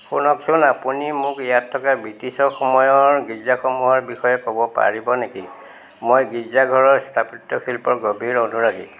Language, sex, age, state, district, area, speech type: Assamese, male, 60+, Assam, Golaghat, urban, read